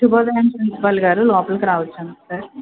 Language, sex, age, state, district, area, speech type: Telugu, female, 30-45, Andhra Pradesh, West Godavari, rural, conversation